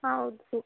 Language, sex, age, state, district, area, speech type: Kannada, female, 18-30, Karnataka, Chikkaballapur, rural, conversation